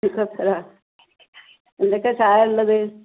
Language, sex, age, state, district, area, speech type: Malayalam, female, 60+, Kerala, Malappuram, rural, conversation